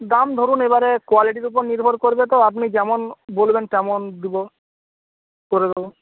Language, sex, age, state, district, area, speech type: Bengali, male, 60+, West Bengal, Purba Medinipur, rural, conversation